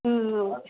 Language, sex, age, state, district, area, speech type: Kannada, female, 18-30, Karnataka, Chamarajanagar, rural, conversation